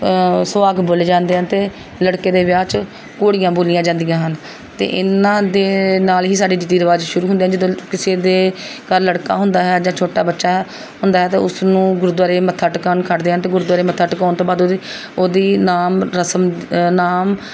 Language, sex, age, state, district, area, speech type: Punjabi, female, 45-60, Punjab, Pathankot, rural, spontaneous